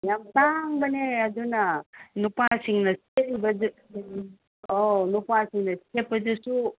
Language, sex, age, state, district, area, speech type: Manipuri, female, 60+, Manipur, Ukhrul, rural, conversation